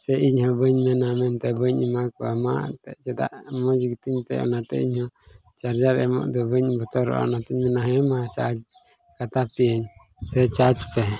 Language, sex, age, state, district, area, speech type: Santali, male, 18-30, Jharkhand, Pakur, rural, spontaneous